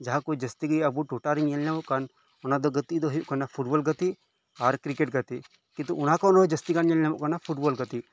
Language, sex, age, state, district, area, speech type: Santali, male, 18-30, West Bengal, Birbhum, rural, spontaneous